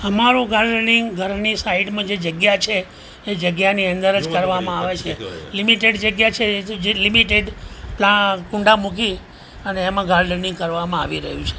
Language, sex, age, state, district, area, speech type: Gujarati, male, 60+, Gujarat, Ahmedabad, urban, spontaneous